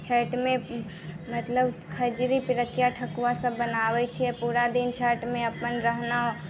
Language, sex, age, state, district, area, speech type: Maithili, female, 18-30, Bihar, Muzaffarpur, rural, spontaneous